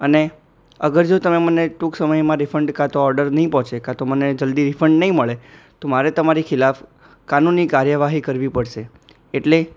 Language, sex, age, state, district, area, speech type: Gujarati, male, 18-30, Gujarat, Anand, urban, spontaneous